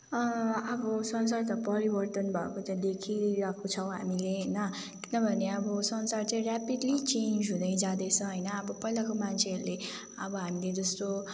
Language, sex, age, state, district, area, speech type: Nepali, female, 18-30, West Bengal, Kalimpong, rural, spontaneous